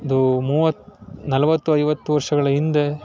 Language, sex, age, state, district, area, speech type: Kannada, male, 18-30, Karnataka, Chamarajanagar, rural, spontaneous